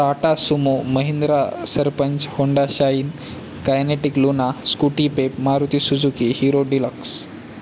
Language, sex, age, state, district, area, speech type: Marathi, male, 18-30, Maharashtra, Nanded, urban, spontaneous